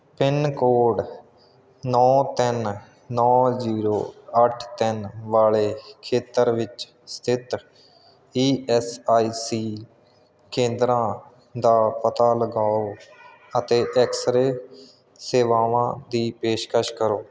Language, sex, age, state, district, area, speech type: Punjabi, male, 30-45, Punjab, Kapurthala, rural, read